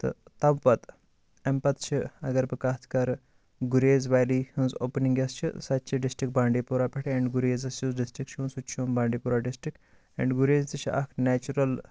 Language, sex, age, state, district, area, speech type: Kashmiri, male, 18-30, Jammu and Kashmir, Bandipora, rural, spontaneous